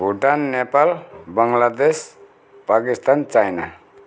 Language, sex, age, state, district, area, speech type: Nepali, male, 60+, West Bengal, Darjeeling, rural, spontaneous